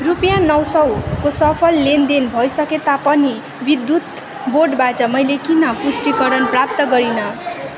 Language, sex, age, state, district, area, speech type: Nepali, female, 18-30, West Bengal, Darjeeling, rural, read